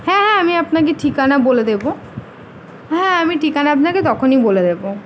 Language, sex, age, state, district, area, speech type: Bengali, female, 18-30, West Bengal, Kolkata, urban, spontaneous